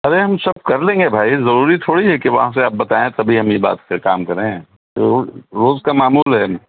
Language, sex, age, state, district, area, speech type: Urdu, male, 60+, Delhi, Central Delhi, urban, conversation